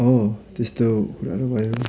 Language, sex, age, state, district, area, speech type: Nepali, male, 30-45, West Bengal, Darjeeling, rural, spontaneous